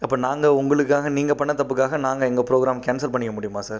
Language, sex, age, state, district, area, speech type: Tamil, male, 30-45, Tamil Nadu, Pudukkottai, rural, spontaneous